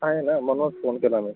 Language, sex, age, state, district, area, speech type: Marathi, male, 60+, Maharashtra, Akola, rural, conversation